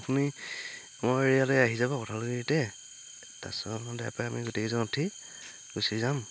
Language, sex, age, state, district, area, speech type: Assamese, male, 45-60, Assam, Tinsukia, rural, spontaneous